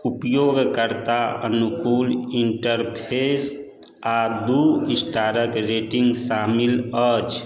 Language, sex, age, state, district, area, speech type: Maithili, male, 60+, Bihar, Madhubani, rural, read